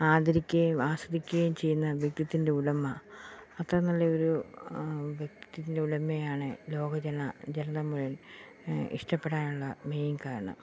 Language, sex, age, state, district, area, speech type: Malayalam, female, 45-60, Kerala, Pathanamthitta, rural, spontaneous